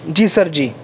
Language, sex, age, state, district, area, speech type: Urdu, male, 18-30, Uttar Pradesh, Muzaffarnagar, urban, spontaneous